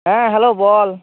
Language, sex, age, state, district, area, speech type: Bengali, male, 18-30, West Bengal, Hooghly, urban, conversation